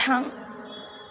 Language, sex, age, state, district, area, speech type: Bodo, female, 18-30, Assam, Chirang, rural, read